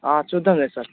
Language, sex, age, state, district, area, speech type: Telugu, male, 18-30, Telangana, Bhadradri Kothagudem, urban, conversation